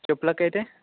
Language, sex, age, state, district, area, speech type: Telugu, male, 18-30, Telangana, Jangaon, urban, conversation